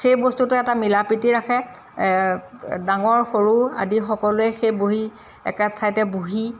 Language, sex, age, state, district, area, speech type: Assamese, female, 45-60, Assam, Golaghat, urban, spontaneous